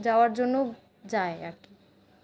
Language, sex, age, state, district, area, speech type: Bengali, female, 60+, West Bengal, Paschim Bardhaman, urban, spontaneous